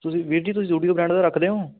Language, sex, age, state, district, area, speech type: Punjabi, male, 18-30, Punjab, Ludhiana, urban, conversation